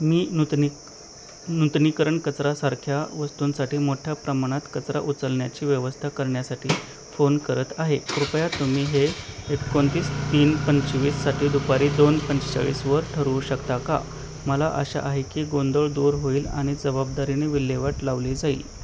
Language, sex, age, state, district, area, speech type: Marathi, male, 30-45, Maharashtra, Osmanabad, rural, read